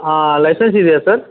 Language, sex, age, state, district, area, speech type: Kannada, male, 45-60, Karnataka, Dharwad, rural, conversation